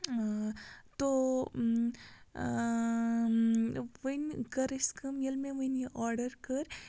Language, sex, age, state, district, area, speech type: Kashmiri, female, 18-30, Jammu and Kashmir, Baramulla, rural, spontaneous